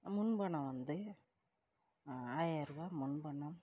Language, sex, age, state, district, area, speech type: Tamil, female, 45-60, Tamil Nadu, Perambalur, rural, spontaneous